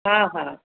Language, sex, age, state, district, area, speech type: Sindhi, female, 45-60, Rajasthan, Ajmer, urban, conversation